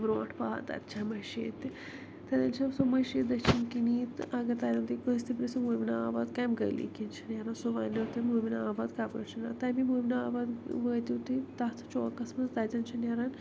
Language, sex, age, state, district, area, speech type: Kashmiri, female, 45-60, Jammu and Kashmir, Srinagar, urban, spontaneous